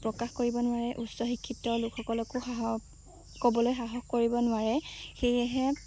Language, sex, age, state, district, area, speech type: Assamese, female, 18-30, Assam, Jorhat, urban, spontaneous